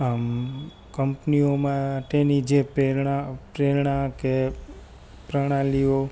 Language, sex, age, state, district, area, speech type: Gujarati, male, 30-45, Gujarat, Rajkot, rural, spontaneous